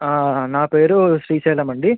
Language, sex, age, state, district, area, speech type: Telugu, male, 18-30, Andhra Pradesh, Visakhapatnam, urban, conversation